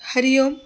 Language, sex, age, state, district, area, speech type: Sanskrit, female, 45-60, Maharashtra, Nagpur, urban, spontaneous